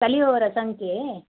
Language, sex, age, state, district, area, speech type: Kannada, female, 30-45, Karnataka, Dakshina Kannada, rural, conversation